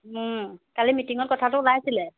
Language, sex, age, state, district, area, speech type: Assamese, female, 30-45, Assam, Jorhat, urban, conversation